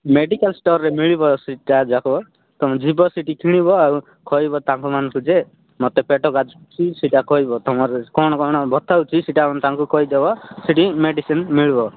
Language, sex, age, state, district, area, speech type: Odia, male, 30-45, Odisha, Nabarangpur, urban, conversation